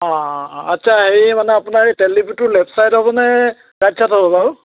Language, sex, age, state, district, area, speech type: Assamese, male, 60+, Assam, Charaideo, rural, conversation